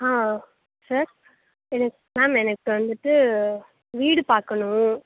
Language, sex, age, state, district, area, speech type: Tamil, male, 45-60, Tamil Nadu, Nagapattinam, rural, conversation